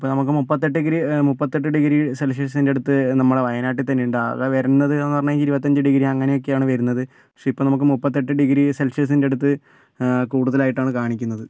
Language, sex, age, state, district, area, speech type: Malayalam, male, 30-45, Kerala, Wayanad, rural, spontaneous